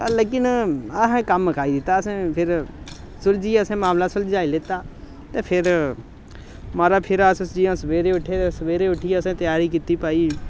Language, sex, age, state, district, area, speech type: Dogri, male, 18-30, Jammu and Kashmir, Samba, urban, spontaneous